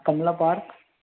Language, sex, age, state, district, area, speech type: Hindi, male, 60+, Madhya Pradesh, Bhopal, urban, conversation